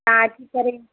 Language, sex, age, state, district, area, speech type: Sindhi, female, 30-45, Madhya Pradesh, Katni, urban, conversation